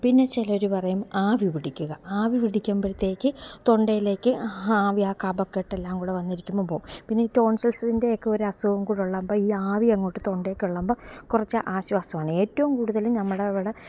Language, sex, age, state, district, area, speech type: Malayalam, female, 45-60, Kerala, Alappuzha, rural, spontaneous